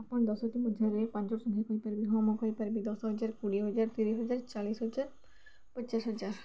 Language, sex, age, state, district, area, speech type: Odia, female, 18-30, Odisha, Koraput, urban, spontaneous